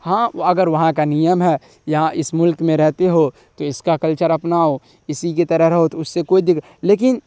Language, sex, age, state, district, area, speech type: Urdu, male, 18-30, Bihar, Darbhanga, rural, spontaneous